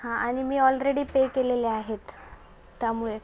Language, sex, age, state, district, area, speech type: Marathi, female, 30-45, Maharashtra, Solapur, urban, spontaneous